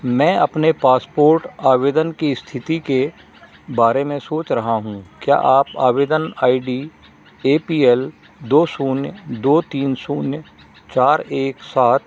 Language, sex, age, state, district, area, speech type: Hindi, male, 60+, Madhya Pradesh, Narsinghpur, rural, read